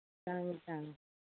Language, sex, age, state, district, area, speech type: Manipuri, female, 60+, Manipur, Imphal East, rural, conversation